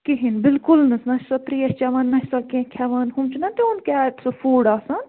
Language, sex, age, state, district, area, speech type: Kashmiri, female, 45-60, Jammu and Kashmir, Budgam, rural, conversation